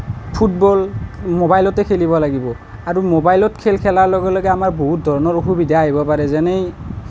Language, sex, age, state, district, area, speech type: Assamese, male, 18-30, Assam, Nalbari, rural, spontaneous